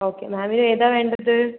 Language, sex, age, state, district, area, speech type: Malayalam, male, 18-30, Kerala, Kozhikode, urban, conversation